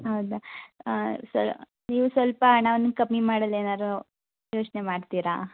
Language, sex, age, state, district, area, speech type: Kannada, female, 18-30, Karnataka, Tumkur, rural, conversation